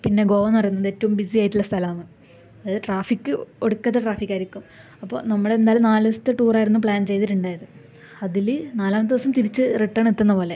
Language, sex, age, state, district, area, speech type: Malayalam, female, 18-30, Kerala, Kasaragod, rural, spontaneous